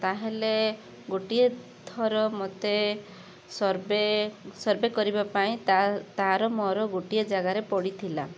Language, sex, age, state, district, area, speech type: Odia, female, 45-60, Odisha, Rayagada, rural, spontaneous